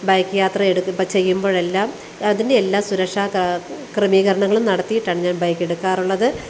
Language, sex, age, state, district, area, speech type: Malayalam, female, 45-60, Kerala, Alappuzha, rural, spontaneous